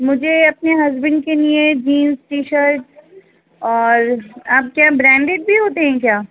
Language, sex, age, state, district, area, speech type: Urdu, female, 30-45, Uttar Pradesh, Rampur, urban, conversation